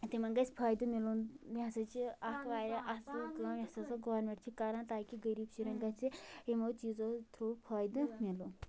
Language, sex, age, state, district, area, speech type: Kashmiri, female, 18-30, Jammu and Kashmir, Kulgam, rural, spontaneous